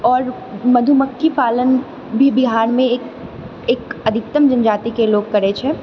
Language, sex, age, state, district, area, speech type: Maithili, female, 30-45, Bihar, Purnia, urban, spontaneous